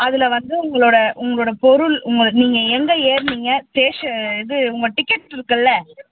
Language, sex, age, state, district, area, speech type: Tamil, female, 18-30, Tamil Nadu, Chennai, urban, conversation